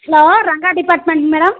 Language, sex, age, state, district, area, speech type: Tamil, female, 30-45, Tamil Nadu, Dharmapuri, rural, conversation